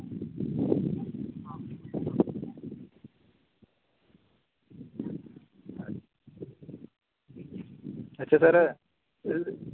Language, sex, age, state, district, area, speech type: Santali, male, 18-30, West Bengal, Birbhum, rural, conversation